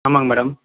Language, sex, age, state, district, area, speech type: Tamil, male, 30-45, Tamil Nadu, Dharmapuri, rural, conversation